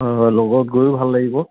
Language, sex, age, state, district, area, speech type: Assamese, male, 45-60, Assam, Charaideo, urban, conversation